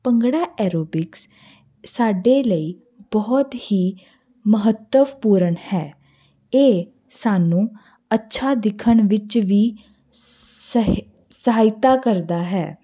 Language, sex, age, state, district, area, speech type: Punjabi, female, 18-30, Punjab, Hoshiarpur, urban, spontaneous